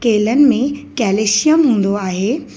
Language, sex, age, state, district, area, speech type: Sindhi, female, 30-45, Gujarat, Kutch, rural, spontaneous